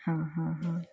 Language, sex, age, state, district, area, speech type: Marathi, female, 18-30, Maharashtra, Ahmednagar, urban, spontaneous